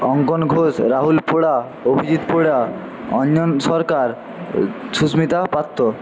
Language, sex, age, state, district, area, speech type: Bengali, male, 45-60, West Bengal, Paschim Medinipur, rural, spontaneous